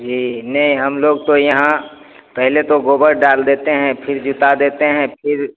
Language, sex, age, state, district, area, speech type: Hindi, male, 30-45, Bihar, Begusarai, rural, conversation